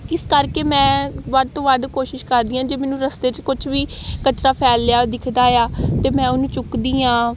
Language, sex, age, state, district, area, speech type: Punjabi, female, 18-30, Punjab, Amritsar, urban, spontaneous